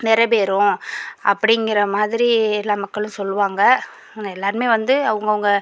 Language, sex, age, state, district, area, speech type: Tamil, female, 30-45, Tamil Nadu, Pudukkottai, rural, spontaneous